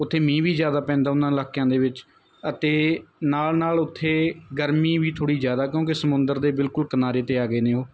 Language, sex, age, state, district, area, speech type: Punjabi, male, 18-30, Punjab, Mansa, rural, spontaneous